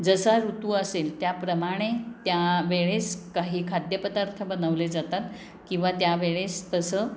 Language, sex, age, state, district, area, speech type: Marathi, female, 60+, Maharashtra, Pune, urban, spontaneous